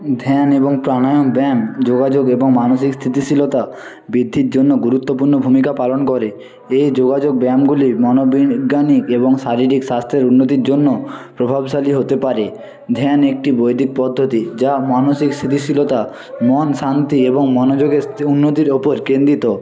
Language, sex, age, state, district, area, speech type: Bengali, male, 45-60, West Bengal, Jhargram, rural, spontaneous